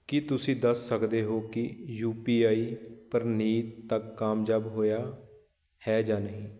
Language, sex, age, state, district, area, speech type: Punjabi, male, 30-45, Punjab, Shaheed Bhagat Singh Nagar, urban, read